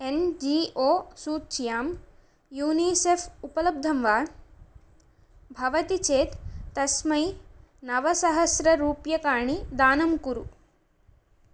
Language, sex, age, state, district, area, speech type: Sanskrit, female, 18-30, Andhra Pradesh, Chittoor, urban, read